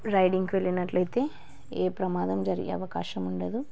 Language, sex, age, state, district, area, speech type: Telugu, female, 30-45, Andhra Pradesh, Kurnool, rural, spontaneous